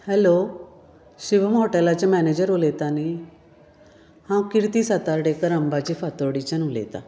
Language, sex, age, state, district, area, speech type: Goan Konkani, female, 45-60, Goa, Canacona, rural, spontaneous